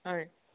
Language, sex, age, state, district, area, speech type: Goan Konkani, female, 45-60, Goa, Quepem, rural, conversation